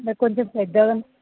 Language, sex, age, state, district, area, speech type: Telugu, female, 18-30, Telangana, Vikarabad, urban, conversation